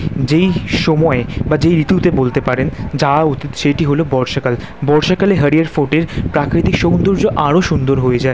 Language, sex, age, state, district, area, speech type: Bengali, male, 18-30, West Bengal, Kolkata, urban, spontaneous